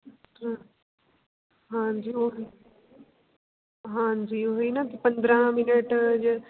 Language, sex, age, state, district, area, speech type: Punjabi, female, 30-45, Punjab, Jalandhar, rural, conversation